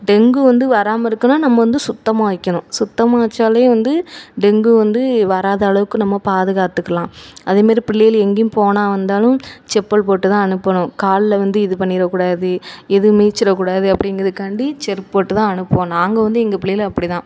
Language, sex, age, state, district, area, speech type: Tamil, female, 30-45, Tamil Nadu, Thoothukudi, urban, spontaneous